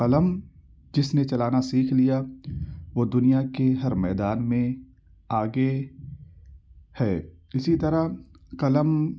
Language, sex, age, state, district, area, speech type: Urdu, male, 18-30, Uttar Pradesh, Ghaziabad, urban, spontaneous